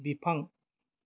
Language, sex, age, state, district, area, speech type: Bodo, male, 45-60, Assam, Chirang, urban, read